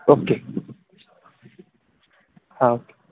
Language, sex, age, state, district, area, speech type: Marathi, male, 30-45, Maharashtra, Sangli, urban, conversation